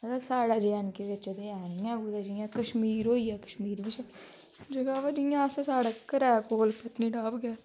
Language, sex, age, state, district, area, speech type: Dogri, female, 30-45, Jammu and Kashmir, Udhampur, rural, spontaneous